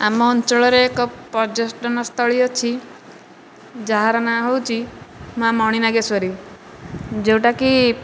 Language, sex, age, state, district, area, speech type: Odia, female, 18-30, Odisha, Nayagarh, rural, spontaneous